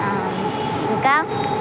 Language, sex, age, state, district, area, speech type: Telugu, female, 18-30, Telangana, Mahbubnagar, rural, spontaneous